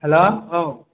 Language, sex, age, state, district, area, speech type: Bodo, male, 18-30, Assam, Kokrajhar, urban, conversation